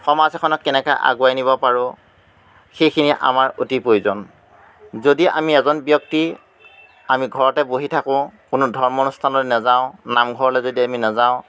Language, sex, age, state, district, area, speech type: Assamese, male, 30-45, Assam, Majuli, urban, spontaneous